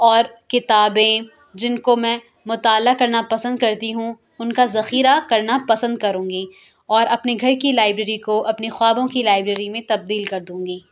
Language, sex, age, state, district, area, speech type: Urdu, female, 30-45, Delhi, South Delhi, urban, spontaneous